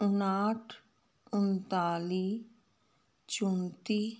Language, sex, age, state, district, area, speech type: Punjabi, female, 60+, Punjab, Fazilka, rural, read